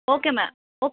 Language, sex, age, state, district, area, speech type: Kannada, female, 60+, Karnataka, Chikkaballapur, urban, conversation